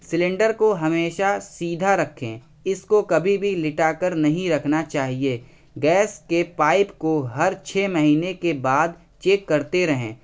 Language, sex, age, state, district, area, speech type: Urdu, male, 30-45, Bihar, Araria, rural, spontaneous